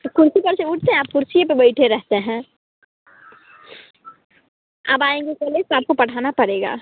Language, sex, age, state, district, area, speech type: Hindi, female, 18-30, Bihar, Muzaffarpur, rural, conversation